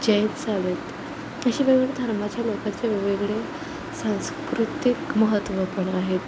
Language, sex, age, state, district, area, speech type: Marathi, female, 18-30, Maharashtra, Thane, urban, spontaneous